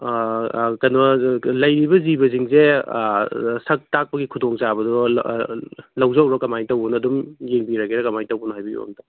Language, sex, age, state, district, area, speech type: Manipuri, male, 30-45, Manipur, Kangpokpi, urban, conversation